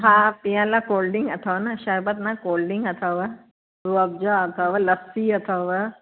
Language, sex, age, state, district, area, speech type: Sindhi, female, 45-60, Uttar Pradesh, Lucknow, rural, conversation